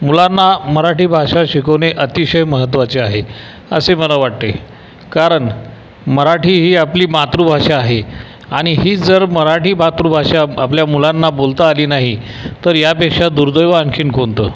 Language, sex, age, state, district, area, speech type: Marathi, male, 45-60, Maharashtra, Buldhana, rural, spontaneous